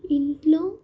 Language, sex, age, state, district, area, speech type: Telugu, female, 18-30, Telangana, Mancherial, rural, spontaneous